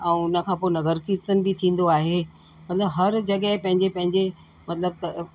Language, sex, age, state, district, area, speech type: Sindhi, female, 60+, Delhi, South Delhi, urban, spontaneous